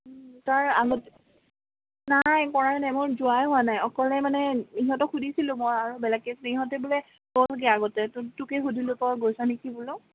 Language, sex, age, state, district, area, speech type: Assamese, female, 18-30, Assam, Kamrup Metropolitan, rural, conversation